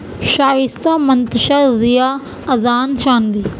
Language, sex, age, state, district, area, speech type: Urdu, female, 18-30, Uttar Pradesh, Gautam Buddha Nagar, rural, spontaneous